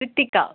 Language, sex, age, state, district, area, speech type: Tamil, female, 30-45, Tamil Nadu, Madurai, urban, conversation